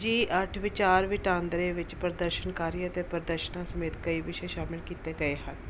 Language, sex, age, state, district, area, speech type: Punjabi, female, 30-45, Punjab, Barnala, rural, read